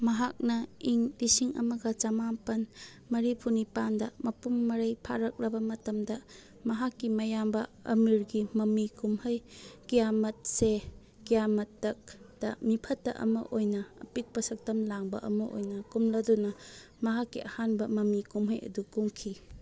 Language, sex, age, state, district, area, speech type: Manipuri, female, 30-45, Manipur, Chandel, rural, read